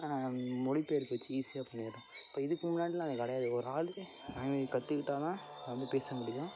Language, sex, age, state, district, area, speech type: Tamil, male, 18-30, Tamil Nadu, Mayiladuthurai, urban, spontaneous